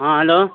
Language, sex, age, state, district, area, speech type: Maithili, male, 18-30, Bihar, Supaul, rural, conversation